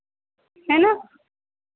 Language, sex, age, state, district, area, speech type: Hindi, female, 18-30, Madhya Pradesh, Harda, urban, conversation